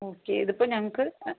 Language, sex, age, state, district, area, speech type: Malayalam, female, 30-45, Kerala, Ernakulam, rural, conversation